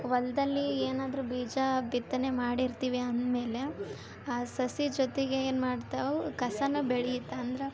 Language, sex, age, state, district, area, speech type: Kannada, female, 18-30, Karnataka, Koppal, rural, spontaneous